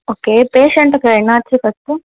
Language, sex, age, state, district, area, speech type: Tamil, female, 18-30, Tamil Nadu, Tenkasi, rural, conversation